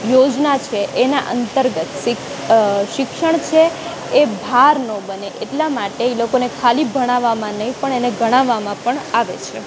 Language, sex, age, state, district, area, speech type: Gujarati, female, 18-30, Gujarat, Junagadh, urban, spontaneous